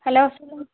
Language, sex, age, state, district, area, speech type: Tamil, female, 18-30, Tamil Nadu, Vellore, urban, conversation